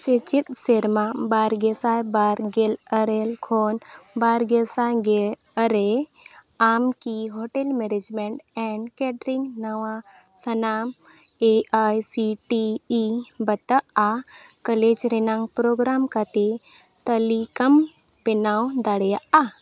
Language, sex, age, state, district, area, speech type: Santali, female, 18-30, Jharkhand, Seraikela Kharsawan, rural, read